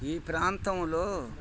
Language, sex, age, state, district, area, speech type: Telugu, male, 60+, Andhra Pradesh, Bapatla, urban, spontaneous